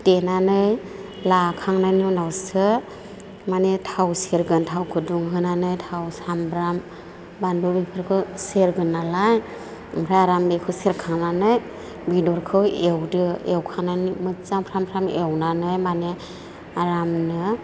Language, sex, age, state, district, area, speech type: Bodo, female, 45-60, Assam, Chirang, rural, spontaneous